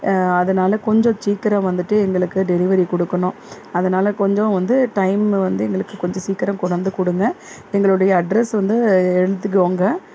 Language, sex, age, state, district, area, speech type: Tamil, female, 45-60, Tamil Nadu, Salem, rural, spontaneous